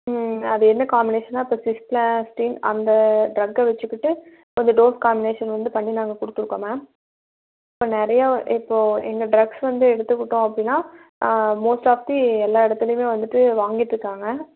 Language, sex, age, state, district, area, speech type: Tamil, female, 18-30, Tamil Nadu, Erode, rural, conversation